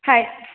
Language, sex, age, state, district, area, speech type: Bengali, female, 18-30, West Bengal, Jalpaiguri, rural, conversation